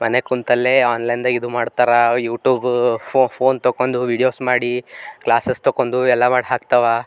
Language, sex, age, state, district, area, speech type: Kannada, male, 18-30, Karnataka, Bidar, urban, spontaneous